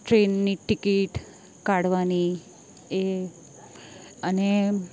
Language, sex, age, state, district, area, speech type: Gujarati, female, 30-45, Gujarat, Valsad, urban, spontaneous